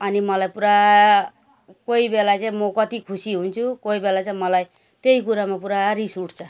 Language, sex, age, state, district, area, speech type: Nepali, female, 60+, West Bengal, Jalpaiguri, rural, spontaneous